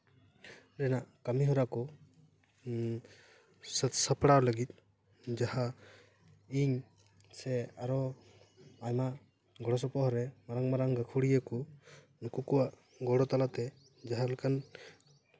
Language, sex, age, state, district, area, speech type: Santali, male, 18-30, West Bengal, Paschim Bardhaman, rural, spontaneous